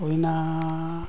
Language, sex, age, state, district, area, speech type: Santali, male, 45-60, Odisha, Mayurbhanj, rural, spontaneous